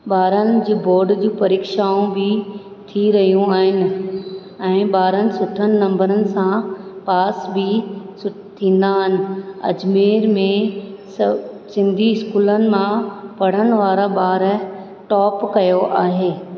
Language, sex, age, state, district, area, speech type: Sindhi, female, 30-45, Rajasthan, Ajmer, urban, spontaneous